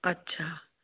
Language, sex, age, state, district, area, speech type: Sindhi, female, 45-60, Uttar Pradesh, Lucknow, urban, conversation